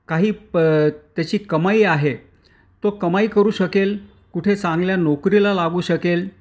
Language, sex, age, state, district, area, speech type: Marathi, male, 60+, Maharashtra, Nashik, urban, spontaneous